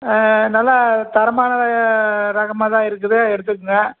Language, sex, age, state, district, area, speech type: Tamil, male, 60+, Tamil Nadu, Krishnagiri, rural, conversation